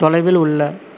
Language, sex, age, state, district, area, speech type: Tamil, male, 30-45, Tamil Nadu, Erode, rural, read